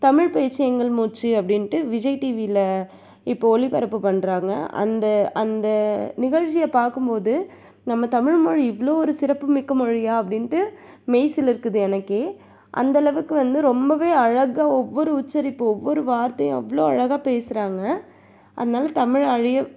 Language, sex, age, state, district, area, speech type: Tamil, female, 45-60, Tamil Nadu, Tiruvarur, rural, spontaneous